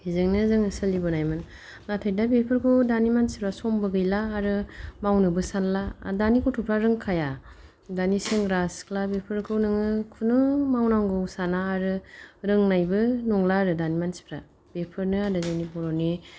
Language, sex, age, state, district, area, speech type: Bodo, female, 45-60, Assam, Kokrajhar, rural, spontaneous